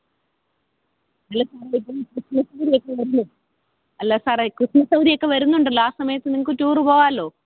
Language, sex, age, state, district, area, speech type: Malayalam, female, 30-45, Kerala, Pathanamthitta, rural, conversation